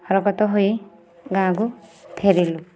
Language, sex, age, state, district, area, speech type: Odia, female, 30-45, Odisha, Nayagarh, rural, spontaneous